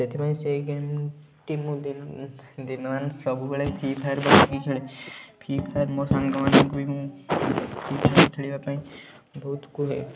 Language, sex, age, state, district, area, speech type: Odia, male, 18-30, Odisha, Kendujhar, urban, spontaneous